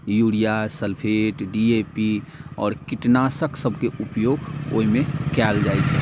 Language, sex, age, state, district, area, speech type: Maithili, male, 30-45, Bihar, Muzaffarpur, rural, spontaneous